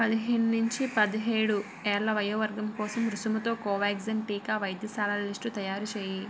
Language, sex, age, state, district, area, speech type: Telugu, female, 45-60, Andhra Pradesh, Vizianagaram, rural, read